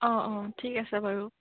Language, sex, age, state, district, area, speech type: Assamese, female, 30-45, Assam, Charaideo, urban, conversation